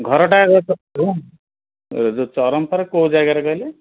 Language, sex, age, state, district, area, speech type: Odia, male, 60+, Odisha, Bhadrak, rural, conversation